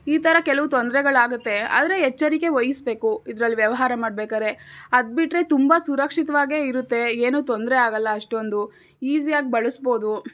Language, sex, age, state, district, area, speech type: Kannada, female, 18-30, Karnataka, Tumkur, urban, spontaneous